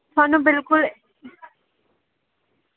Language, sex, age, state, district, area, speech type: Dogri, female, 18-30, Jammu and Kashmir, Samba, rural, conversation